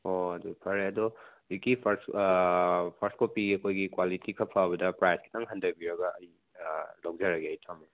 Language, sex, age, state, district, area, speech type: Manipuri, male, 30-45, Manipur, Imphal West, urban, conversation